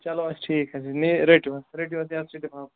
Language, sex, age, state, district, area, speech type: Kashmiri, male, 18-30, Jammu and Kashmir, Budgam, rural, conversation